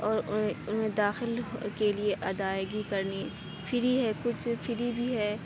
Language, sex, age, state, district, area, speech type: Urdu, female, 18-30, Uttar Pradesh, Aligarh, rural, spontaneous